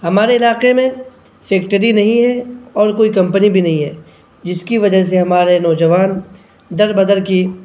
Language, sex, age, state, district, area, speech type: Urdu, male, 18-30, Bihar, Purnia, rural, spontaneous